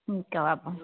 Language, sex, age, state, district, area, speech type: Hindi, female, 18-30, Madhya Pradesh, Ujjain, rural, conversation